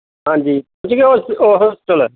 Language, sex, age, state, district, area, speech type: Punjabi, male, 45-60, Punjab, Pathankot, rural, conversation